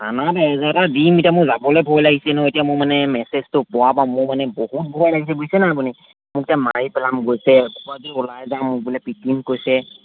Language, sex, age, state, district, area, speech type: Assamese, male, 18-30, Assam, Golaghat, urban, conversation